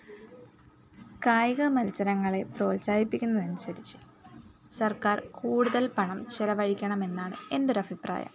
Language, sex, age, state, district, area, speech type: Malayalam, female, 18-30, Kerala, Kollam, rural, spontaneous